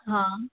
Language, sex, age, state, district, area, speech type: Sindhi, female, 30-45, Maharashtra, Thane, urban, conversation